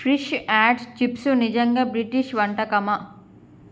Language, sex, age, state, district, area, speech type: Telugu, female, 18-30, Andhra Pradesh, Srikakulam, urban, read